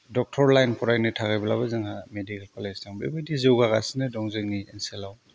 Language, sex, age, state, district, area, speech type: Bodo, male, 30-45, Assam, Kokrajhar, rural, spontaneous